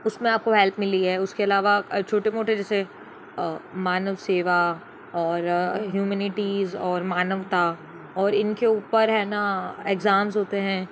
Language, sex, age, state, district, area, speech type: Hindi, female, 45-60, Rajasthan, Jodhpur, urban, spontaneous